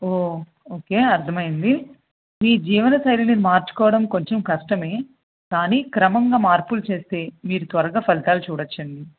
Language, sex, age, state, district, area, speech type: Telugu, female, 30-45, Andhra Pradesh, Krishna, urban, conversation